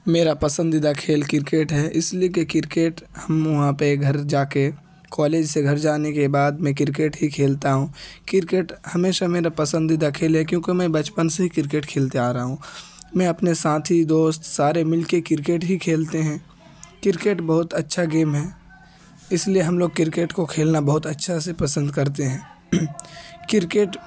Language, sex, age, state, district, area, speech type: Urdu, male, 18-30, Uttar Pradesh, Ghaziabad, rural, spontaneous